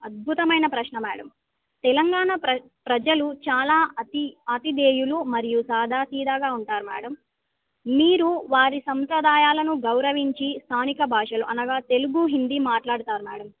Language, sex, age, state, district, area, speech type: Telugu, female, 18-30, Telangana, Bhadradri Kothagudem, rural, conversation